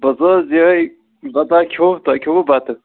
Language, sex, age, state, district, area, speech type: Kashmiri, male, 30-45, Jammu and Kashmir, Srinagar, urban, conversation